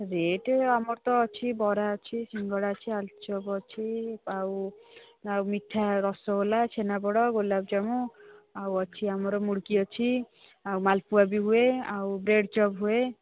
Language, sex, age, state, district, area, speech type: Odia, female, 45-60, Odisha, Angul, rural, conversation